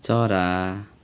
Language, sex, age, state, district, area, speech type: Nepali, male, 30-45, West Bengal, Alipurduar, urban, read